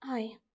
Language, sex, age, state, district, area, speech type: Goan Konkani, female, 18-30, Goa, Ponda, rural, spontaneous